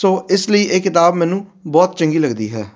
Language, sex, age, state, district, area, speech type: Punjabi, male, 30-45, Punjab, Fatehgarh Sahib, urban, spontaneous